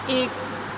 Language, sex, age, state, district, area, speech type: Marathi, female, 18-30, Maharashtra, Mumbai Suburban, urban, read